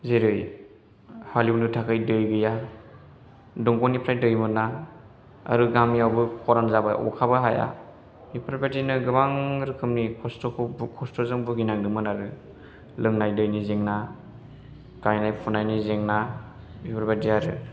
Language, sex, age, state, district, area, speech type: Bodo, male, 18-30, Assam, Chirang, rural, spontaneous